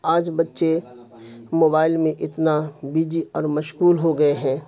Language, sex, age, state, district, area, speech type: Urdu, male, 45-60, Bihar, Khagaria, urban, spontaneous